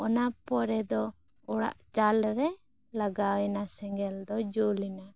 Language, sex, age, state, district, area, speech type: Santali, female, 18-30, West Bengal, Bankura, rural, spontaneous